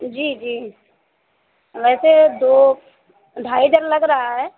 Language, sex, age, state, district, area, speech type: Hindi, female, 30-45, Uttar Pradesh, Azamgarh, rural, conversation